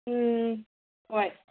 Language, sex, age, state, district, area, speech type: Manipuri, female, 18-30, Manipur, Senapati, urban, conversation